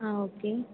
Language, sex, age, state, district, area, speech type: Tamil, female, 18-30, Tamil Nadu, Perambalur, urban, conversation